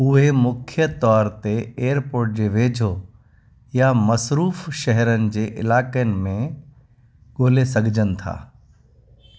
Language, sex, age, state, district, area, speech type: Sindhi, male, 45-60, Gujarat, Kutch, urban, read